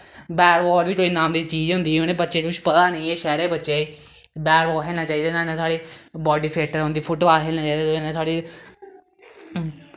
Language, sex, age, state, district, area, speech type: Dogri, male, 18-30, Jammu and Kashmir, Samba, rural, spontaneous